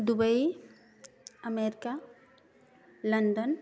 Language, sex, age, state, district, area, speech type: Hindi, female, 30-45, Uttar Pradesh, Prayagraj, rural, spontaneous